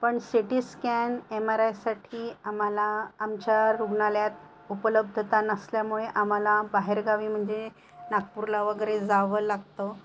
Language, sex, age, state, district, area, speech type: Marathi, female, 45-60, Maharashtra, Nagpur, urban, spontaneous